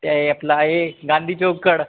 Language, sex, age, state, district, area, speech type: Marathi, male, 18-30, Maharashtra, Wardha, urban, conversation